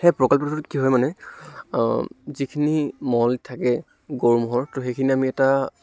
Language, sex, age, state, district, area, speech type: Assamese, male, 18-30, Assam, Dibrugarh, rural, spontaneous